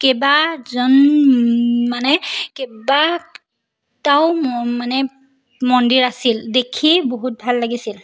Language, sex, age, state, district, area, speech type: Assamese, female, 18-30, Assam, Majuli, urban, spontaneous